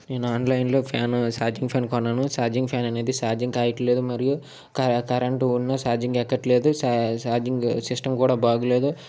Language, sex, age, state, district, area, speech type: Telugu, male, 30-45, Andhra Pradesh, Srikakulam, urban, spontaneous